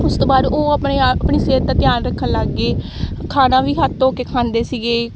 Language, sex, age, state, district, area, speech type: Punjabi, female, 18-30, Punjab, Amritsar, urban, spontaneous